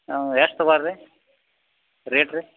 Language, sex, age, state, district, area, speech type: Kannada, male, 45-60, Karnataka, Belgaum, rural, conversation